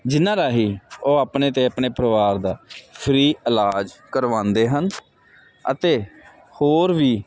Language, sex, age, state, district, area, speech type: Punjabi, male, 30-45, Punjab, Jalandhar, urban, spontaneous